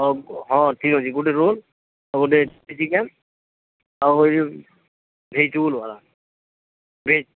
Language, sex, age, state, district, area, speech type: Odia, male, 45-60, Odisha, Nuapada, urban, conversation